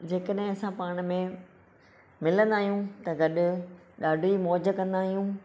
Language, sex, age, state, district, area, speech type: Sindhi, female, 45-60, Maharashtra, Thane, urban, spontaneous